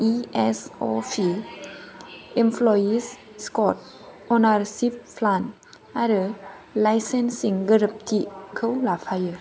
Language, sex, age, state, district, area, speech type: Bodo, female, 18-30, Assam, Kokrajhar, rural, read